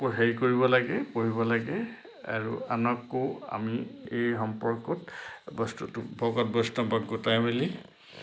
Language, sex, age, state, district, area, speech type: Assamese, male, 60+, Assam, Lakhimpur, urban, spontaneous